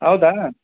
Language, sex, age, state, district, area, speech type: Kannada, male, 45-60, Karnataka, Belgaum, rural, conversation